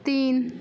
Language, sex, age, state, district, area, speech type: Maithili, female, 18-30, Bihar, Samastipur, urban, read